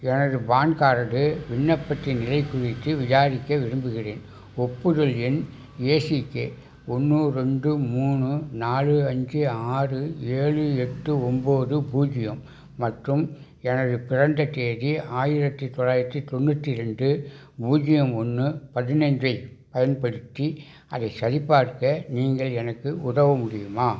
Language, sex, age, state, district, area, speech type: Tamil, male, 60+, Tamil Nadu, Tiruvarur, rural, read